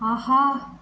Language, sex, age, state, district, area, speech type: Tamil, female, 18-30, Tamil Nadu, Tiruvannamalai, urban, read